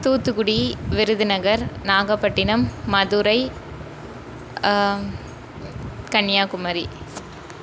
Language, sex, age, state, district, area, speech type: Tamil, female, 18-30, Tamil Nadu, Thoothukudi, rural, spontaneous